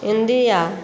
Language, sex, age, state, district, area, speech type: Maithili, female, 60+, Bihar, Madhubani, rural, spontaneous